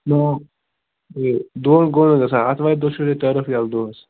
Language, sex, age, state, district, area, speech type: Kashmiri, male, 45-60, Jammu and Kashmir, Ganderbal, rural, conversation